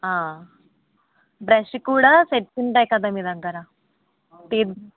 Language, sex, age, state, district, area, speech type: Telugu, female, 30-45, Andhra Pradesh, Kakinada, rural, conversation